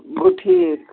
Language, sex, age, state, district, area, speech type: Kashmiri, male, 60+, Jammu and Kashmir, Srinagar, urban, conversation